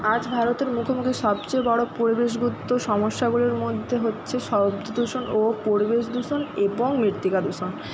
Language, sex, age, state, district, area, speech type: Bengali, female, 30-45, West Bengal, Jhargram, rural, spontaneous